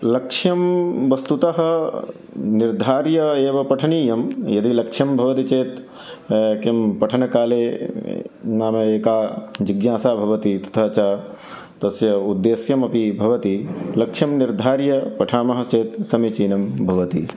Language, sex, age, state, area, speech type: Sanskrit, male, 30-45, Madhya Pradesh, urban, spontaneous